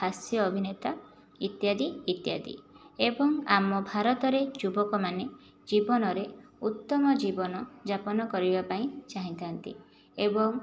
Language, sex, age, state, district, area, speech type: Odia, female, 18-30, Odisha, Jajpur, rural, spontaneous